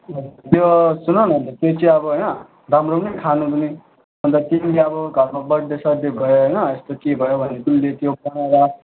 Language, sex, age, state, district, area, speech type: Nepali, male, 18-30, West Bengal, Alipurduar, urban, conversation